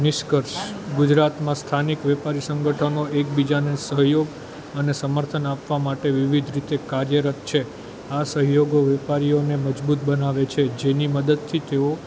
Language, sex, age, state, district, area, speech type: Gujarati, male, 18-30, Gujarat, Junagadh, urban, spontaneous